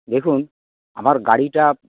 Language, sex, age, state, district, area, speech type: Bengali, male, 60+, West Bengal, Dakshin Dinajpur, rural, conversation